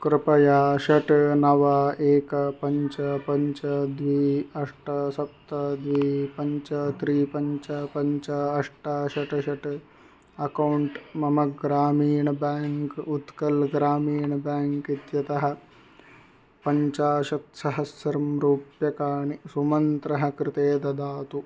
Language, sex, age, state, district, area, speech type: Sanskrit, male, 60+, Karnataka, Shimoga, urban, read